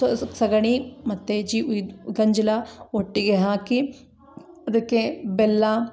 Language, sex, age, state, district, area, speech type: Kannada, female, 30-45, Karnataka, Chikkamagaluru, rural, spontaneous